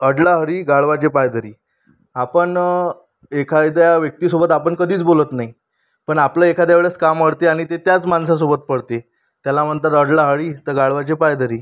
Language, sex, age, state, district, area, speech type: Marathi, female, 18-30, Maharashtra, Amravati, rural, spontaneous